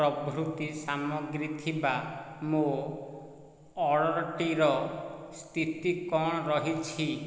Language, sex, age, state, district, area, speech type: Odia, male, 45-60, Odisha, Nayagarh, rural, read